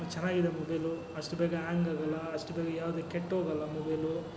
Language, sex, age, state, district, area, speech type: Kannada, male, 60+, Karnataka, Kolar, rural, spontaneous